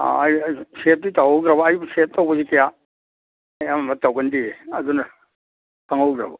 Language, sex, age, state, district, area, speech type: Manipuri, male, 60+, Manipur, Imphal East, rural, conversation